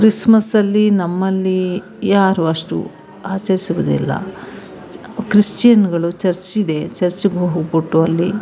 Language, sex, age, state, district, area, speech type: Kannada, female, 45-60, Karnataka, Mandya, urban, spontaneous